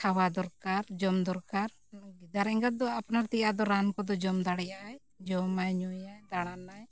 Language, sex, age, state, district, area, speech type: Santali, female, 45-60, Jharkhand, Bokaro, rural, spontaneous